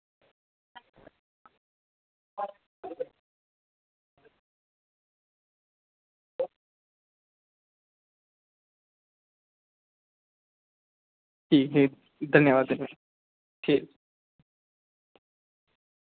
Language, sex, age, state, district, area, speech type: Dogri, male, 18-30, Jammu and Kashmir, Samba, rural, conversation